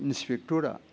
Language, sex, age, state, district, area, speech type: Bodo, male, 60+, Assam, Udalguri, urban, spontaneous